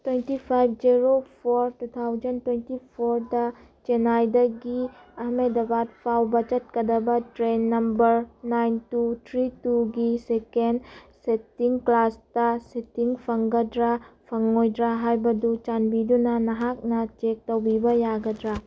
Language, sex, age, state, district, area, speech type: Manipuri, female, 18-30, Manipur, Churachandpur, rural, read